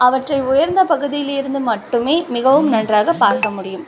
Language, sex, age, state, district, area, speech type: Tamil, female, 30-45, Tamil Nadu, Tiruvallur, urban, read